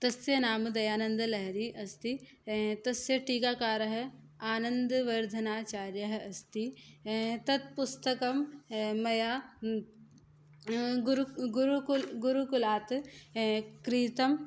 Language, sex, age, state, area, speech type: Sanskrit, female, 18-30, Uttar Pradesh, rural, spontaneous